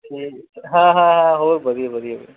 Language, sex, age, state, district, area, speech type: Punjabi, male, 30-45, Punjab, Bathinda, rural, conversation